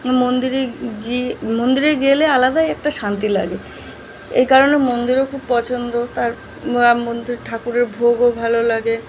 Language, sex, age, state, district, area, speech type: Bengali, female, 18-30, West Bengal, South 24 Parganas, urban, spontaneous